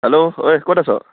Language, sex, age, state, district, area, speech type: Assamese, male, 18-30, Assam, Dibrugarh, urban, conversation